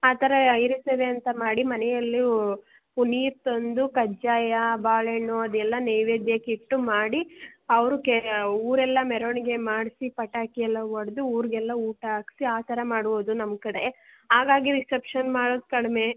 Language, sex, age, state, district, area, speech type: Kannada, female, 30-45, Karnataka, Mandya, rural, conversation